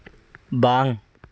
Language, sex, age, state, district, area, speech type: Santali, male, 18-30, West Bengal, Uttar Dinajpur, rural, read